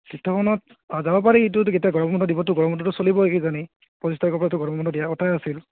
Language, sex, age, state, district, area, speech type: Assamese, male, 30-45, Assam, Goalpara, urban, conversation